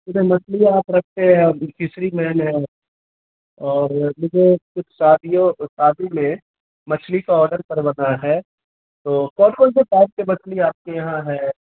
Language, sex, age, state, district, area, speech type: Urdu, male, 30-45, Bihar, Khagaria, rural, conversation